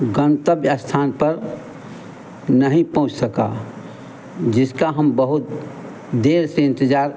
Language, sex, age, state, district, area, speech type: Hindi, male, 60+, Bihar, Madhepura, rural, spontaneous